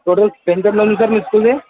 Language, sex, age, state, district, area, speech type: Telugu, male, 30-45, Andhra Pradesh, Kadapa, rural, conversation